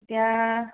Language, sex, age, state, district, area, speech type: Assamese, female, 45-60, Assam, Charaideo, urban, conversation